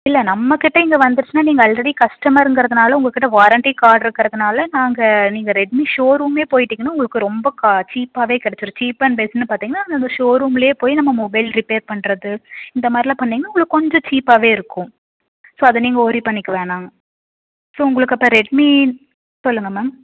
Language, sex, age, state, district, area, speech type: Tamil, female, 30-45, Tamil Nadu, Tiruppur, rural, conversation